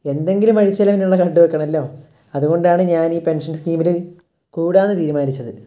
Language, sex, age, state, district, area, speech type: Malayalam, male, 18-30, Kerala, Wayanad, rural, spontaneous